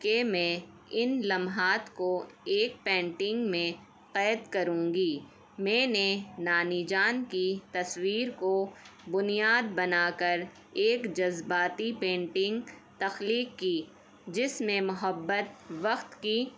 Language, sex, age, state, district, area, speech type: Urdu, female, 30-45, Uttar Pradesh, Ghaziabad, urban, spontaneous